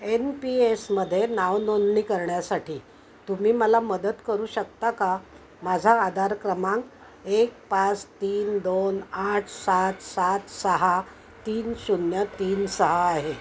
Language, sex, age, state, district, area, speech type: Marathi, female, 60+, Maharashtra, Thane, urban, read